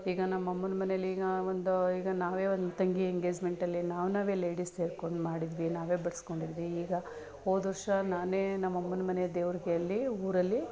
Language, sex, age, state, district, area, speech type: Kannada, female, 30-45, Karnataka, Mandya, urban, spontaneous